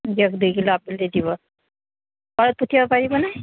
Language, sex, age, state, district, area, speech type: Assamese, female, 18-30, Assam, Kamrup Metropolitan, urban, conversation